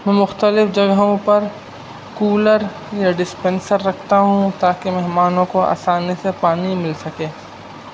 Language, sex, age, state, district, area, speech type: Urdu, male, 30-45, Uttar Pradesh, Rampur, urban, spontaneous